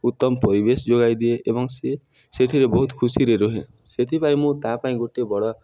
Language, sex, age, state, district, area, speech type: Odia, male, 18-30, Odisha, Nuapada, urban, spontaneous